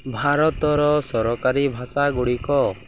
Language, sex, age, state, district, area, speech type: Odia, male, 45-60, Odisha, Koraput, urban, spontaneous